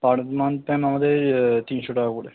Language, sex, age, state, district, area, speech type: Bengali, male, 18-30, West Bengal, Kolkata, urban, conversation